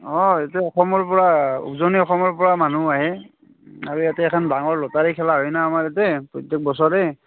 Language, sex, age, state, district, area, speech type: Assamese, male, 30-45, Assam, Barpeta, rural, conversation